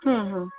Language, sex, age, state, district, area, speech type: Bengali, female, 45-60, West Bengal, Darjeeling, rural, conversation